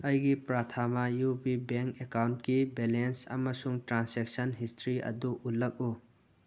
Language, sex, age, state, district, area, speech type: Manipuri, male, 30-45, Manipur, Imphal West, rural, read